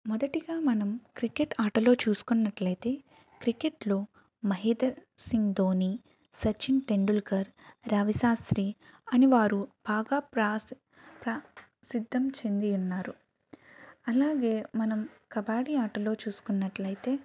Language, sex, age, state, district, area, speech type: Telugu, female, 18-30, Andhra Pradesh, Eluru, rural, spontaneous